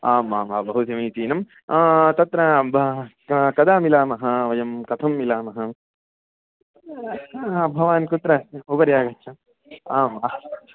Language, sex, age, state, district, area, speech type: Sanskrit, male, 18-30, Karnataka, Gulbarga, urban, conversation